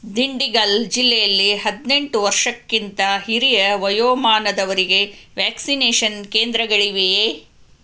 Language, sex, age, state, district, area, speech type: Kannada, female, 45-60, Karnataka, Chikkaballapur, rural, read